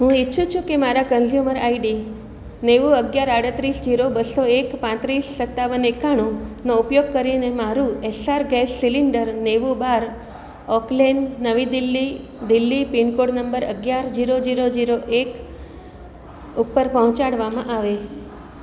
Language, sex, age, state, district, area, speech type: Gujarati, female, 45-60, Gujarat, Surat, rural, read